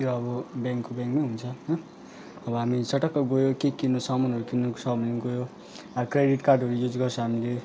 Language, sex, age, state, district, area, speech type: Nepali, male, 18-30, West Bengal, Alipurduar, urban, spontaneous